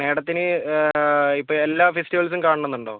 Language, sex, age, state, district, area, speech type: Malayalam, male, 60+, Kerala, Kozhikode, urban, conversation